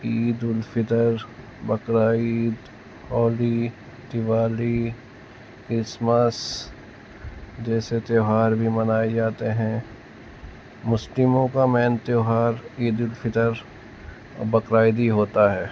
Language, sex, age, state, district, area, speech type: Urdu, male, 45-60, Uttar Pradesh, Muzaffarnagar, urban, spontaneous